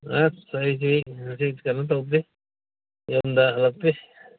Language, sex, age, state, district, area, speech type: Manipuri, male, 60+, Manipur, Kangpokpi, urban, conversation